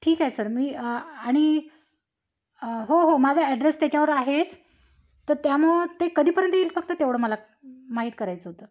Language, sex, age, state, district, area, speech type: Marathi, female, 30-45, Maharashtra, Amravati, rural, spontaneous